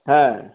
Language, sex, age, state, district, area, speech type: Bengali, male, 45-60, West Bengal, North 24 Parganas, urban, conversation